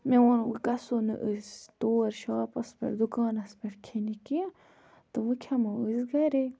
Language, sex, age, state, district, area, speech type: Kashmiri, female, 18-30, Jammu and Kashmir, Budgam, rural, spontaneous